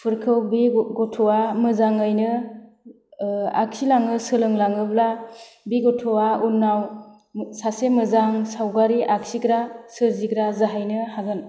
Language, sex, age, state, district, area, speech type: Bodo, female, 30-45, Assam, Chirang, rural, spontaneous